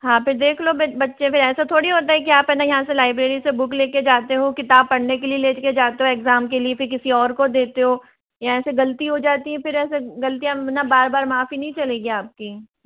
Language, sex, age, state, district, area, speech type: Hindi, male, 60+, Rajasthan, Jaipur, urban, conversation